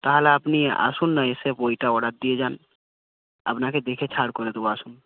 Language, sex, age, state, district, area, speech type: Bengali, male, 18-30, West Bengal, South 24 Parganas, rural, conversation